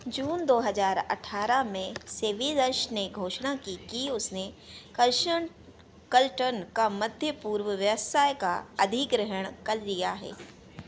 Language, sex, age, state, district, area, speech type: Hindi, female, 30-45, Madhya Pradesh, Harda, urban, read